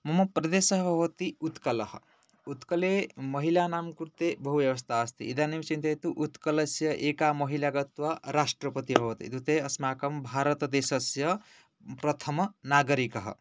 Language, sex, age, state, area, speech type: Sanskrit, male, 18-30, Odisha, rural, spontaneous